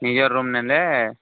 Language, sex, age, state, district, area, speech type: Odia, male, 45-60, Odisha, Nuapada, urban, conversation